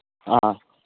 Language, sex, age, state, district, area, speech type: Manipuri, male, 18-30, Manipur, Churachandpur, rural, conversation